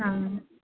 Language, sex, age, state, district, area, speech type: Sanskrit, female, 18-30, Kerala, Thrissur, urban, conversation